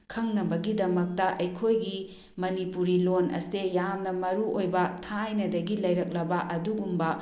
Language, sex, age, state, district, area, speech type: Manipuri, female, 45-60, Manipur, Bishnupur, rural, spontaneous